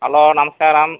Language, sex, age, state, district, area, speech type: Tamil, male, 60+, Tamil Nadu, Pudukkottai, rural, conversation